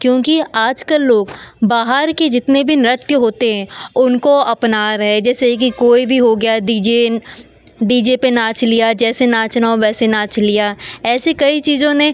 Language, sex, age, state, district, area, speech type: Hindi, female, 30-45, Madhya Pradesh, Betul, urban, spontaneous